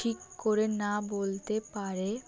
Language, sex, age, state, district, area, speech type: Bengali, female, 18-30, West Bengal, Dakshin Dinajpur, urban, spontaneous